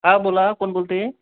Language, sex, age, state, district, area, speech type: Marathi, male, 30-45, Maharashtra, Akola, urban, conversation